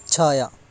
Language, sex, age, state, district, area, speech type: Sanskrit, male, 18-30, Karnataka, Haveri, urban, spontaneous